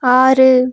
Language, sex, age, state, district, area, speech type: Tamil, female, 30-45, Tamil Nadu, Nilgiris, urban, read